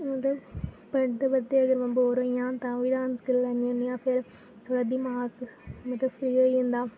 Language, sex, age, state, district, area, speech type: Dogri, female, 18-30, Jammu and Kashmir, Jammu, rural, spontaneous